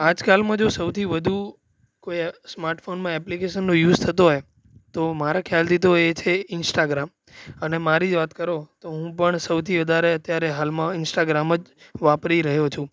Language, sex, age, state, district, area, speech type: Gujarati, male, 18-30, Gujarat, Anand, urban, spontaneous